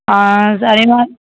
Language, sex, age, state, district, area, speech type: Tamil, male, 18-30, Tamil Nadu, Virudhunagar, rural, conversation